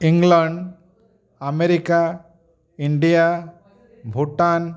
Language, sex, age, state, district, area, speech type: Odia, male, 45-60, Odisha, Bargarh, rural, spontaneous